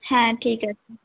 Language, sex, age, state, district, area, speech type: Bengali, female, 18-30, West Bengal, North 24 Parganas, rural, conversation